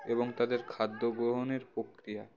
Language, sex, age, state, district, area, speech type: Bengali, male, 18-30, West Bengal, Uttar Dinajpur, urban, spontaneous